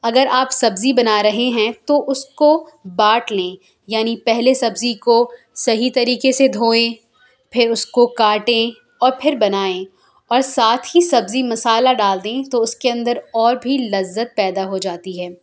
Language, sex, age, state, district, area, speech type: Urdu, female, 30-45, Delhi, South Delhi, urban, spontaneous